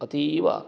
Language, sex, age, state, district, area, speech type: Sanskrit, male, 45-60, Karnataka, Shimoga, urban, spontaneous